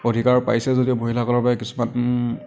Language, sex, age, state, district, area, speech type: Assamese, male, 30-45, Assam, Nagaon, rural, spontaneous